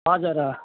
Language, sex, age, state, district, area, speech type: Nepali, male, 18-30, West Bengal, Jalpaiguri, rural, conversation